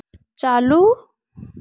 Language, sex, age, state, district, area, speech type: Hindi, female, 18-30, Uttar Pradesh, Prayagraj, rural, read